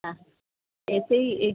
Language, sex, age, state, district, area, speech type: Bengali, female, 30-45, West Bengal, Kolkata, urban, conversation